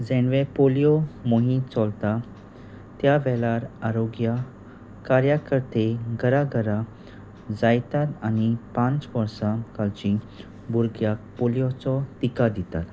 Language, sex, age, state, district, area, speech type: Goan Konkani, male, 30-45, Goa, Salcete, rural, spontaneous